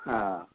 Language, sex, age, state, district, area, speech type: Maithili, male, 45-60, Bihar, Madhubani, rural, conversation